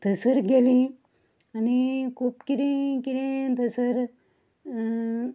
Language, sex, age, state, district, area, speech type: Goan Konkani, female, 60+, Goa, Ponda, rural, spontaneous